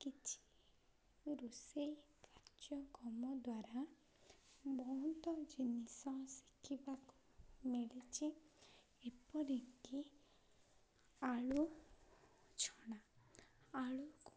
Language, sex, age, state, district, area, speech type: Odia, female, 18-30, Odisha, Ganjam, urban, spontaneous